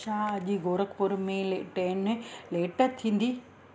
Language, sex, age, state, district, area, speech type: Sindhi, female, 45-60, Gujarat, Surat, urban, read